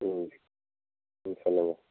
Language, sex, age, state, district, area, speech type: Tamil, male, 18-30, Tamil Nadu, Viluppuram, rural, conversation